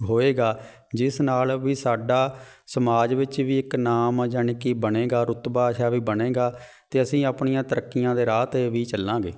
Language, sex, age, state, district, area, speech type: Punjabi, male, 30-45, Punjab, Fatehgarh Sahib, urban, spontaneous